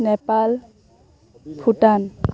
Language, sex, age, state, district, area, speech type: Assamese, female, 18-30, Assam, Kamrup Metropolitan, rural, spontaneous